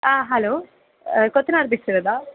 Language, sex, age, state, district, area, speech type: Tamil, female, 30-45, Tamil Nadu, Pudukkottai, rural, conversation